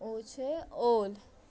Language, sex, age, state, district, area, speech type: Maithili, female, 18-30, Bihar, Madhubani, rural, spontaneous